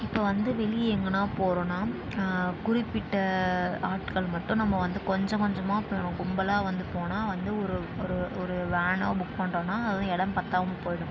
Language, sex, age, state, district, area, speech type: Tamil, female, 18-30, Tamil Nadu, Tiruvannamalai, urban, spontaneous